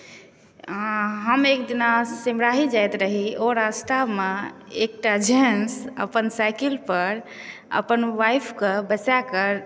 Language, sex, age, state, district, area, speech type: Maithili, female, 18-30, Bihar, Supaul, rural, spontaneous